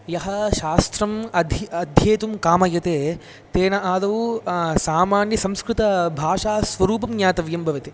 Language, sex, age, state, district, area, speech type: Sanskrit, male, 18-30, Andhra Pradesh, Chittoor, rural, spontaneous